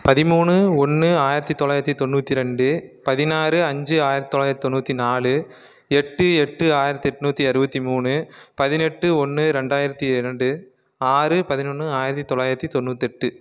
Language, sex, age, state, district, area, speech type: Tamil, male, 30-45, Tamil Nadu, Erode, rural, spontaneous